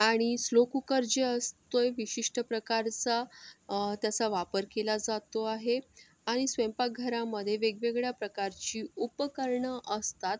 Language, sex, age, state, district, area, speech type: Marathi, female, 45-60, Maharashtra, Yavatmal, urban, spontaneous